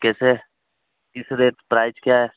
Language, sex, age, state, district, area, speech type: Hindi, male, 18-30, Bihar, Vaishali, rural, conversation